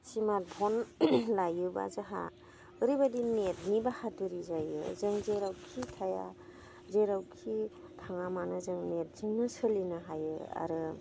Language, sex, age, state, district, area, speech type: Bodo, female, 45-60, Assam, Udalguri, rural, spontaneous